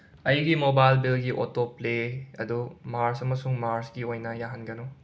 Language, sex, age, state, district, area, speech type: Manipuri, male, 18-30, Manipur, Imphal West, rural, read